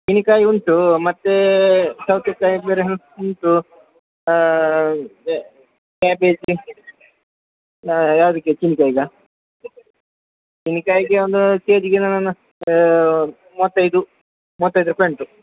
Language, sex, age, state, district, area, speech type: Kannada, male, 30-45, Karnataka, Dakshina Kannada, rural, conversation